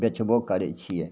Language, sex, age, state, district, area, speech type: Maithili, male, 60+, Bihar, Madhepura, rural, spontaneous